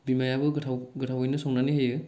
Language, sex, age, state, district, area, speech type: Bodo, male, 18-30, Assam, Kokrajhar, rural, spontaneous